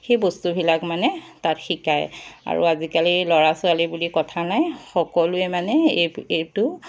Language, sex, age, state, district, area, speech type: Assamese, female, 45-60, Assam, Charaideo, urban, spontaneous